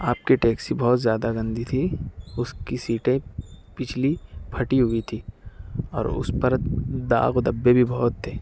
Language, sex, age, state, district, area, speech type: Urdu, male, 45-60, Maharashtra, Nashik, urban, spontaneous